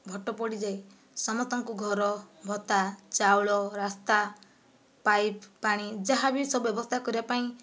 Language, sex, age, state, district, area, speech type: Odia, female, 45-60, Odisha, Kandhamal, rural, spontaneous